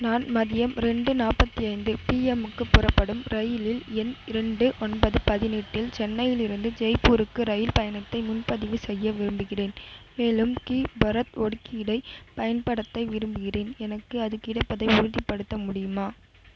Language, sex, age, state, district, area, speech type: Tamil, female, 18-30, Tamil Nadu, Vellore, urban, read